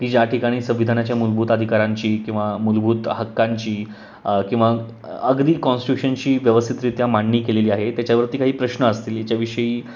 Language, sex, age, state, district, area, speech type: Marathi, male, 18-30, Maharashtra, Pune, urban, spontaneous